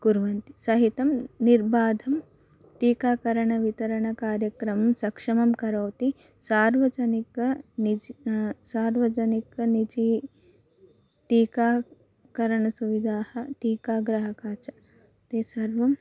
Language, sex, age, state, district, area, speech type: Sanskrit, female, 18-30, Kerala, Kasaragod, rural, spontaneous